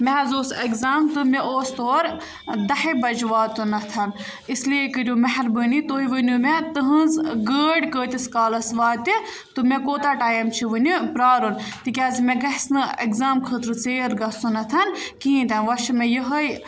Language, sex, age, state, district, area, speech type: Kashmiri, female, 18-30, Jammu and Kashmir, Budgam, rural, spontaneous